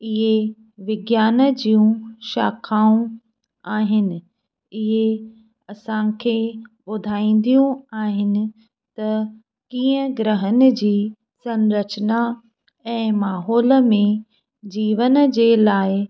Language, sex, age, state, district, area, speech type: Sindhi, female, 30-45, Madhya Pradesh, Katni, rural, spontaneous